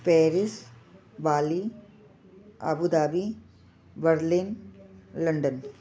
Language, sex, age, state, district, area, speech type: Sindhi, female, 45-60, Delhi, South Delhi, urban, spontaneous